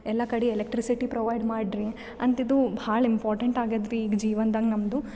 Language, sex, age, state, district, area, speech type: Kannada, female, 18-30, Karnataka, Gulbarga, urban, spontaneous